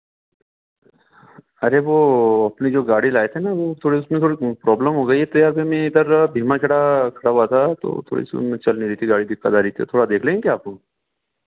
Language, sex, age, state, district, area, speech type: Hindi, male, 30-45, Madhya Pradesh, Ujjain, urban, conversation